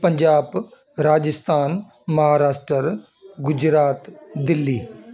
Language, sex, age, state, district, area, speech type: Sindhi, male, 45-60, Delhi, South Delhi, urban, spontaneous